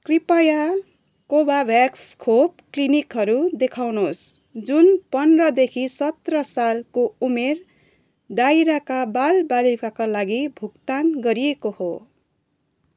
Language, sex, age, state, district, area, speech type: Nepali, female, 30-45, West Bengal, Jalpaiguri, urban, read